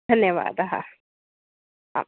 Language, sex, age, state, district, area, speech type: Sanskrit, female, 30-45, Maharashtra, Nagpur, urban, conversation